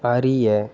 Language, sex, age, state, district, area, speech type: Tamil, male, 18-30, Tamil Nadu, Ariyalur, rural, read